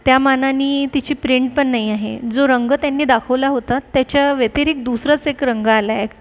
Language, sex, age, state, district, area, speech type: Marathi, female, 30-45, Maharashtra, Buldhana, urban, spontaneous